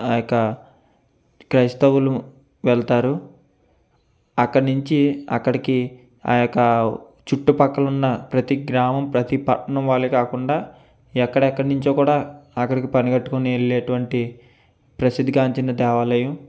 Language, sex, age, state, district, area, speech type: Telugu, male, 18-30, Andhra Pradesh, Konaseema, urban, spontaneous